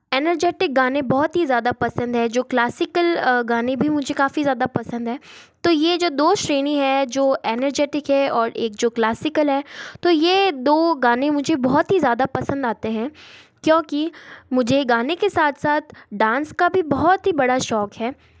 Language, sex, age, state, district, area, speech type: Hindi, female, 45-60, Rajasthan, Jodhpur, urban, spontaneous